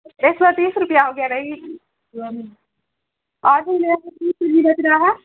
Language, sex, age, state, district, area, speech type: Urdu, female, 18-30, Bihar, Saharsa, rural, conversation